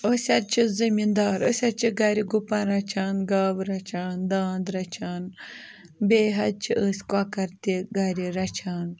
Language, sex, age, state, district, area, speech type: Kashmiri, female, 18-30, Jammu and Kashmir, Ganderbal, rural, spontaneous